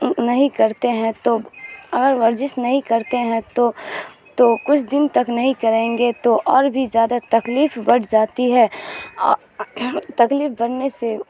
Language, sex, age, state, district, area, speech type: Urdu, female, 18-30, Bihar, Supaul, rural, spontaneous